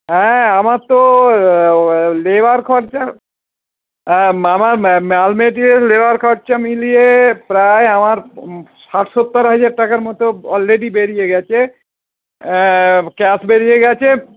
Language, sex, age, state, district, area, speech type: Bengali, male, 60+, West Bengal, Howrah, urban, conversation